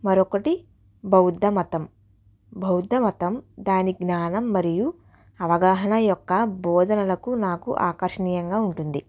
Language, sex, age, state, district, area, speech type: Telugu, female, 18-30, Andhra Pradesh, East Godavari, rural, spontaneous